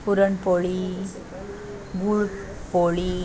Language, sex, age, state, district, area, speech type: Marathi, female, 60+, Maharashtra, Thane, urban, spontaneous